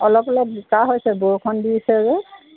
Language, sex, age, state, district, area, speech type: Assamese, female, 60+, Assam, Golaghat, rural, conversation